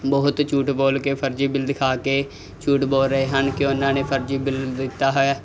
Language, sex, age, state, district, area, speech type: Punjabi, male, 18-30, Punjab, Muktsar, urban, spontaneous